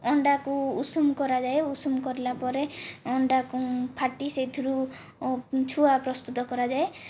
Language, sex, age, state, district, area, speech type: Odia, female, 45-60, Odisha, Kandhamal, rural, spontaneous